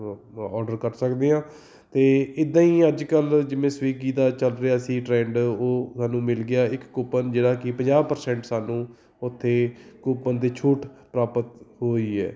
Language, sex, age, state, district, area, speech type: Punjabi, male, 30-45, Punjab, Fatehgarh Sahib, urban, spontaneous